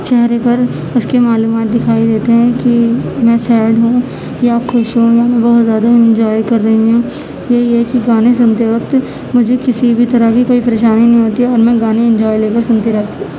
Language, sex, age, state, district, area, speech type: Urdu, female, 18-30, Uttar Pradesh, Gautam Buddha Nagar, rural, spontaneous